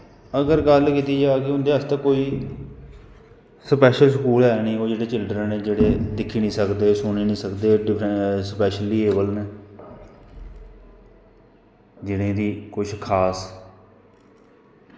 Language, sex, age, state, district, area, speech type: Dogri, male, 30-45, Jammu and Kashmir, Kathua, rural, spontaneous